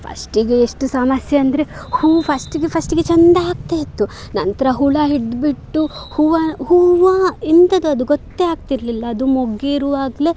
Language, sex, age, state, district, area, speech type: Kannada, female, 18-30, Karnataka, Dakshina Kannada, urban, spontaneous